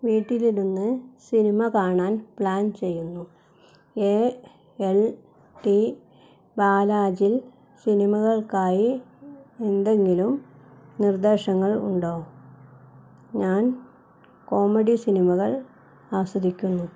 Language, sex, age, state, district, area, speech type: Malayalam, female, 60+, Kerala, Wayanad, rural, read